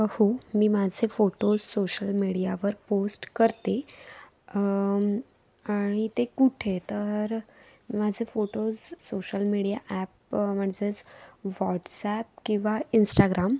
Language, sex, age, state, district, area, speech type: Marathi, female, 18-30, Maharashtra, Raigad, rural, spontaneous